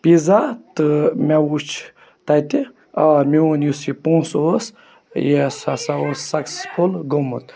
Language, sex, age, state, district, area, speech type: Kashmiri, male, 18-30, Jammu and Kashmir, Budgam, rural, spontaneous